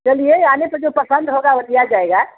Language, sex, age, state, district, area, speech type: Hindi, female, 60+, Uttar Pradesh, Chandauli, rural, conversation